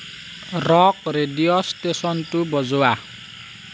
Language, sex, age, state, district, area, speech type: Assamese, male, 18-30, Assam, Nalbari, rural, read